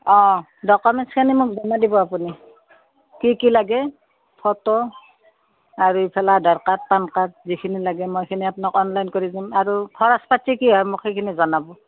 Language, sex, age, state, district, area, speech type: Assamese, female, 45-60, Assam, Udalguri, rural, conversation